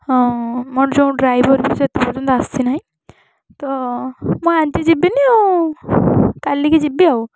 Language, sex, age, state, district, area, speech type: Odia, female, 18-30, Odisha, Balasore, rural, spontaneous